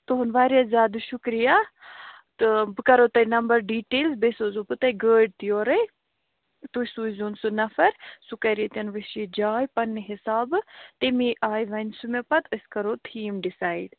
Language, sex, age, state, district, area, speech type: Kashmiri, female, 18-30, Jammu and Kashmir, Ganderbal, urban, conversation